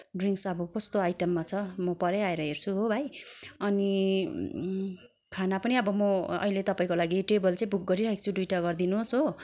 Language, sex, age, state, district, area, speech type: Nepali, female, 30-45, West Bengal, Kalimpong, rural, spontaneous